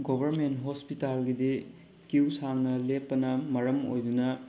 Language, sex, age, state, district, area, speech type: Manipuri, male, 18-30, Manipur, Bishnupur, rural, spontaneous